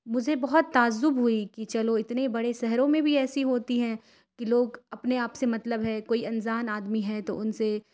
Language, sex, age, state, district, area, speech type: Urdu, female, 30-45, Bihar, Khagaria, rural, spontaneous